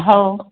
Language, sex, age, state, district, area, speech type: Marathi, female, 30-45, Maharashtra, Nagpur, rural, conversation